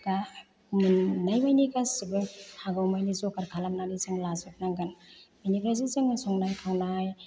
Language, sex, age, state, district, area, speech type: Bodo, female, 45-60, Assam, Chirang, rural, spontaneous